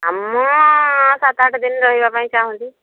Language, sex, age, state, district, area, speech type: Odia, female, 60+, Odisha, Angul, rural, conversation